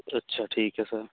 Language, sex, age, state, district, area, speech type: Punjabi, male, 18-30, Punjab, Fazilka, rural, conversation